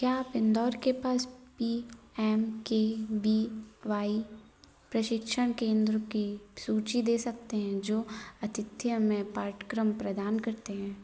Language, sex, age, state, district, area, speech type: Hindi, female, 18-30, Madhya Pradesh, Narsinghpur, rural, read